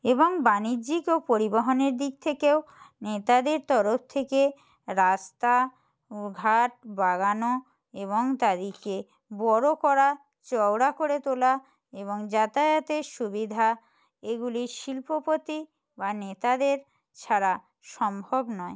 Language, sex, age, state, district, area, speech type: Bengali, female, 30-45, West Bengal, Purba Medinipur, rural, spontaneous